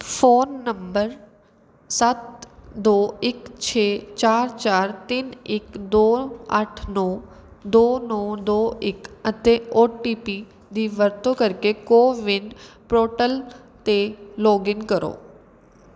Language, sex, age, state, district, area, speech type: Punjabi, female, 18-30, Punjab, Kapurthala, urban, read